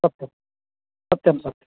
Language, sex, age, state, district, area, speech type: Sanskrit, male, 30-45, Karnataka, Vijayapura, urban, conversation